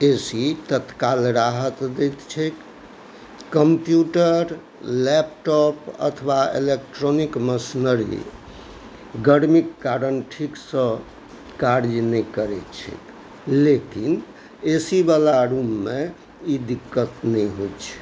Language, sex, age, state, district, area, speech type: Maithili, male, 60+, Bihar, Purnia, urban, spontaneous